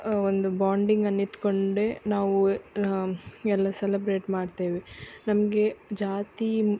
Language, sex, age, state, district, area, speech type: Kannada, female, 18-30, Karnataka, Udupi, rural, spontaneous